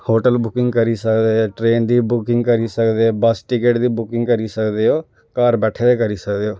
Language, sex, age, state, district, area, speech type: Dogri, male, 18-30, Jammu and Kashmir, Reasi, rural, spontaneous